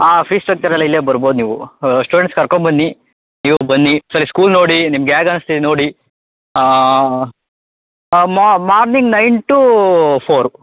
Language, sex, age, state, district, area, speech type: Kannada, male, 18-30, Karnataka, Tumkur, urban, conversation